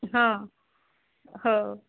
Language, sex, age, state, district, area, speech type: Odia, female, 45-60, Odisha, Sambalpur, rural, conversation